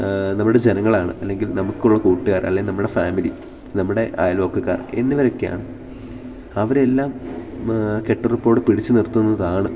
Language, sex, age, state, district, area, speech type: Malayalam, male, 18-30, Kerala, Idukki, rural, spontaneous